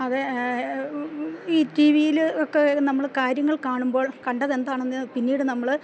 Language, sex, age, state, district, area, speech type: Malayalam, female, 60+, Kerala, Idukki, rural, spontaneous